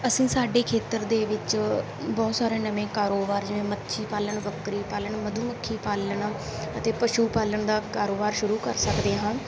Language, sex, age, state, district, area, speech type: Punjabi, female, 18-30, Punjab, Mansa, rural, spontaneous